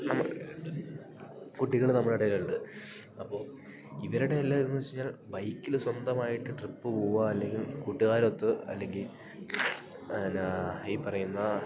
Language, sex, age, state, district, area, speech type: Malayalam, male, 18-30, Kerala, Idukki, rural, spontaneous